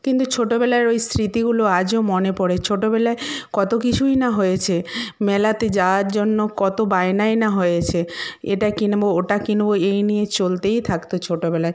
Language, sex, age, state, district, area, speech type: Bengali, female, 45-60, West Bengal, Purba Medinipur, rural, spontaneous